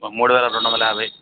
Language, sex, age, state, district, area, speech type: Telugu, male, 45-60, Andhra Pradesh, Bapatla, urban, conversation